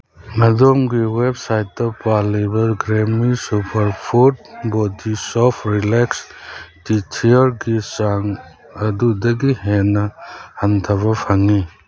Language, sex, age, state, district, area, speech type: Manipuri, male, 45-60, Manipur, Churachandpur, rural, read